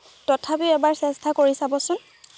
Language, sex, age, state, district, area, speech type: Assamese, female, 18-30, Assam, Golaghat, rural, spontaneous